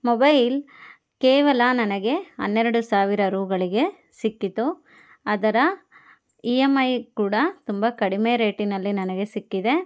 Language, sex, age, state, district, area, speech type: Kannada, female, 30-45, Karnataka, Chikkaballapur, rural, spontaneous